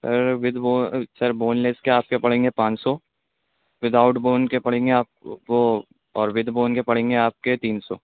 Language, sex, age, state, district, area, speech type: Urdu, male, 18-30, Delhi, East Delhi, urban, conversation